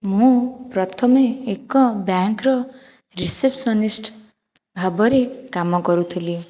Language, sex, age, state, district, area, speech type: Odia, female, 45-60, Odisha, Jajpur, rural, spontaneous